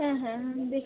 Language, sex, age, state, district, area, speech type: Bengali, female, 30-45, West Bengal, Hooghly, urban, conversation